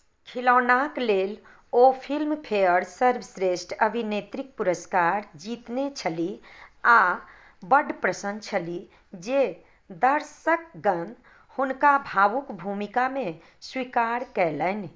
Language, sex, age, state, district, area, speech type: Maithili, female, 45-60, Bihar, Madhubani, rural, read